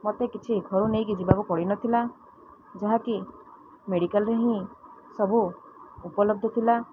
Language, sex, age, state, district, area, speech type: Odia, female, 30-45, Odisha, Koraput, urban, spontaneous